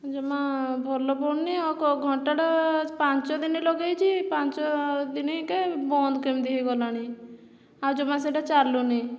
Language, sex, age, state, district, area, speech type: Odia, female, 45-60, Odisha, Boudh, rural, spontaneous